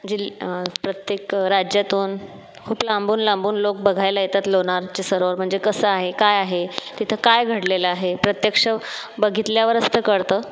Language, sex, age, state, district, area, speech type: Marathi, female, 30-45, Maharashtra, Buldhana, urban, spontaneous